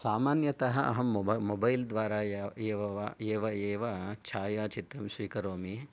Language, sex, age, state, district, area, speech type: Sanskrit, male, 45-60, Karnataka, Bangalore Urban, urban, spontaneous